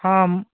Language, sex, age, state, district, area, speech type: Odia, male, 18-30, Odisha, Bhadrak, rural, conversation